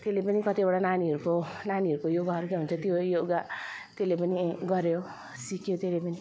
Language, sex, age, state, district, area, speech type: Nepali, female, 30-45, West Bengal, Alipurduar, urban, spontaneous